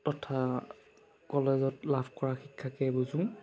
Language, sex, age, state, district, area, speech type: Assamese, male, 30-45, Assam, Jorhat, urban, spontaneous